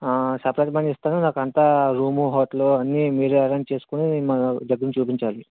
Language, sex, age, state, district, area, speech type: Telugu, male, 18-30, Andhra Pradesh, Vizianagaram, urban, conversation